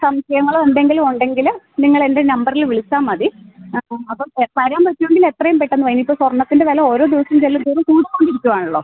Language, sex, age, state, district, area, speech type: Malayalam, female, 30-45, Kerala, Idukki, rural, conversation